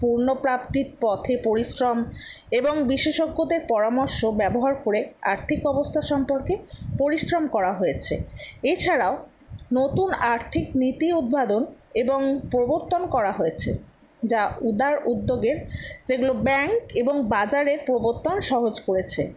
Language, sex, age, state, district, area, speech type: Bengali, female, 60+, West Bengal, Paschim Bardhaman, rural, spontaneous